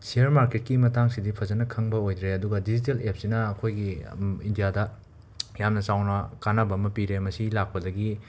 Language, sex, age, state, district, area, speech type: Manipuri, male, 30-45, Manipur, Imphal West, urban, spontaneous